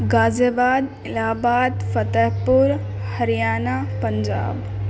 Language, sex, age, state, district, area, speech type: Urdu, female, 18-30, Uttar Pradesh, Gautam Buddha Nagar, urban, spontaneous